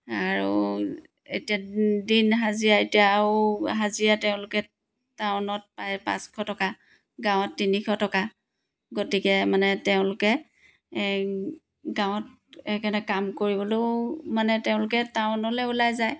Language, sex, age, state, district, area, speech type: Assamese, female, 45-60, Assam, Dibrugarh, rural, spontaneous